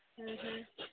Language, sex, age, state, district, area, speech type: Odia, female, 30-45, Odisha, Subarnapur, urban, conversation